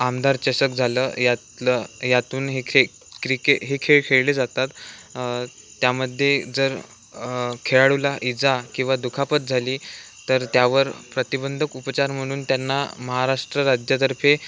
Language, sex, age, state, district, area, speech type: Marathi, male, 18-30, Maharashtra, Wardha, urban, spontaneous